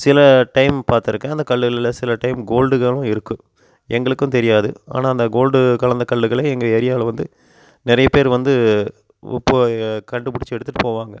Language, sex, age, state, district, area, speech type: Tamil, male, 30-45, Tamil Nadu, Coimbatore, rural, spontaneous